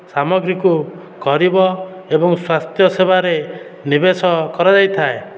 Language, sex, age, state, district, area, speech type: Odia, male, 30-45, Odisha, Dhenkanal, rural, spontaneous